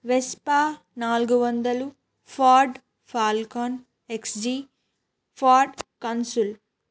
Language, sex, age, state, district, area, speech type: Telugu, female, 18-30, Telangana, Kamareddy, urban, spontaneous